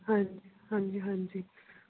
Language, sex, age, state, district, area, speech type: Punjabi, female, 30-45, Punjab, Jalandhar, rural, conversation